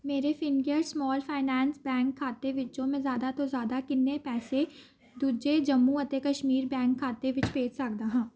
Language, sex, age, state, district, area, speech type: Punjabi, female, 18-30, Punjab, Amritsar, urban, read